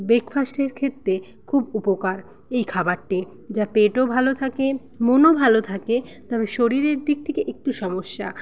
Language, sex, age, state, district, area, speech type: Bengali, female, 30-45, West Bengal, Paschim Medinipur, rural, spontaneous